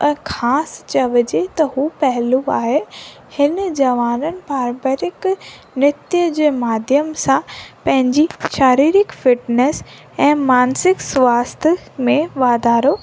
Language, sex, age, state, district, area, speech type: Sindhi, female, 18-30, Rajasthan, Ajmer, urban, spontaneous